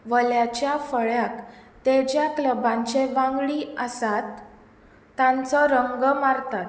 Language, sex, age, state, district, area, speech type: Goan Konkani, female, 18-30, Goa, Tiswadi, rural, read